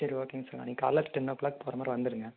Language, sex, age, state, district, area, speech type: Tamil, male, 18-30, Tamil Nadu, Erode, rural, conversation